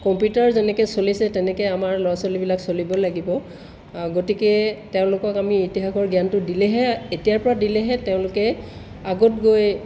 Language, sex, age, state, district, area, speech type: Assamese, female, 60+, Assam, Tinsukia, rural, spontaneous